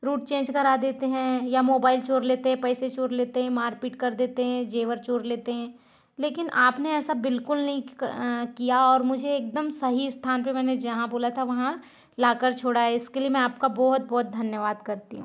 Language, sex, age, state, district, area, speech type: Hindi, female, 60+, Madhya Pradesh, Balaghat, rural, spontaneous